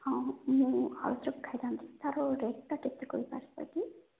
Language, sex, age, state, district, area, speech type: Odia, female, 18-30, Odisha, Koraput, urban, conversation